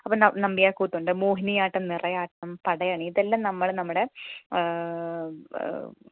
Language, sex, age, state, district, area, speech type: Malayalam, female, 18-30, Kerala, Pathanamthitta, rural, conversation